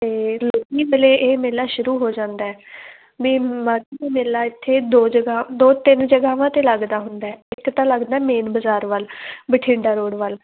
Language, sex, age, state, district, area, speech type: Punjabi, female, 18-30, Punjab, Muktsar, urban, conversation